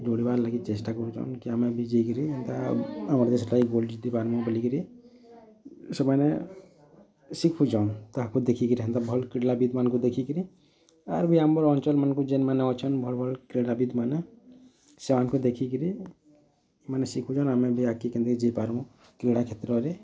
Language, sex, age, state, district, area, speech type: Odia, male, 45-60, Odisha, Bargarh, urban, spontaneous